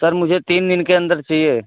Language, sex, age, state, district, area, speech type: Urdu, male, 18-30, Uttar Pradesh, Siddharthnagar, rural, conversation